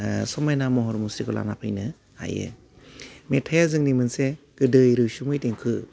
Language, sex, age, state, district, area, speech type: Bodo, male, 30-45, Assam, Udalguri, rural, spontaneous